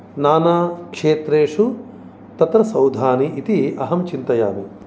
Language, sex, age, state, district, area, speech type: Sanskrit, male, 45-60, Karnataka, Dakshina Kannada, rural, spontaneous